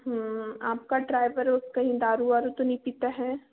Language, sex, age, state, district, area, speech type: Hindi, female, 30-45, Madhya Pradesh, Betul, urban, conversation